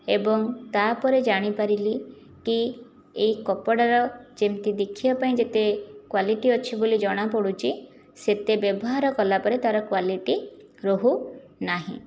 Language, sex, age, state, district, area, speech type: Odia, female, 18-30, Odisha, Jajpur, rural, spontaneous